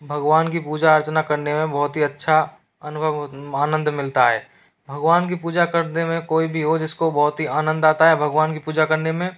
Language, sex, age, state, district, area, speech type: Hindi, male, 18-30, Rajasthan, Jodhpur, rural, spontaneous